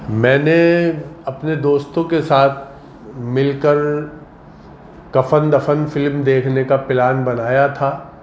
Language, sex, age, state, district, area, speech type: Urdu, male, 45-60, Uttar Pradesh, Gautam Buddha Nagar, urban, spontaneous